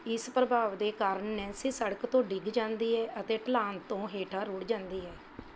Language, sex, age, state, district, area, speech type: Punjabi, female, 45-60, Punjab, Mohali, urban, read